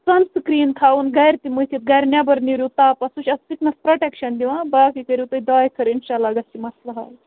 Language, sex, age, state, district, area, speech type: Kashmiri, female, 18-30, Jammu and Kashmir, Budgam, rural, conversation